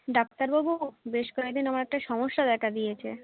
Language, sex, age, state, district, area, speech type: Bengali, female, 30-45, West Bengal, South 24 Parganas, rural, conversation